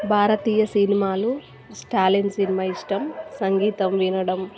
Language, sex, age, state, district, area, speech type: Telugu, female, 30-45, Telangana, Warangal, rural, spontaneous